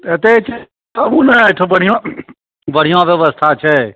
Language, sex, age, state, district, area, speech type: Maithili, male, 30-45, Bihar, Saharsa, rural, conversation